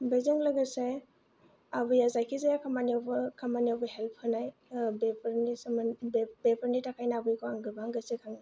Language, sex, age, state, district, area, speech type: Bodo, female, 18-30, Assam, Kokrajhar, rural, spontaneous